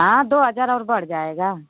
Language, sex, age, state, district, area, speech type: Hindi, female, 60+, Uttar Pradesh, Mau, rural, conversation